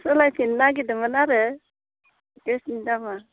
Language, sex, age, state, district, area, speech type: Bodo, female, 30-45, Assam, Udalguri, rural, conversation